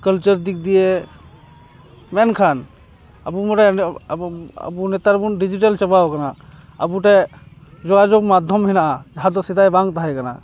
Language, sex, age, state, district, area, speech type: Santali, male, 30-45, West Bengal, Paschim Bardhaman, rural, spontaneous